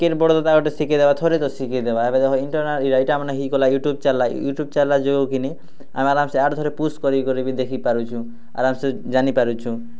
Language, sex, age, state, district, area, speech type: Odia, male, 18-30, Odisha, Kalahandi, rural, spontaneous